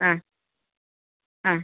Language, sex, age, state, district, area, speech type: Malayalam, female, 30-45, Kerala, Idukki, rural, conversation